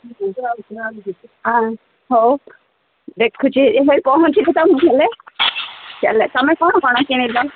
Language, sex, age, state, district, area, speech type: Odia, female, 45-60, Odisha, Sundergarh, rural, conversation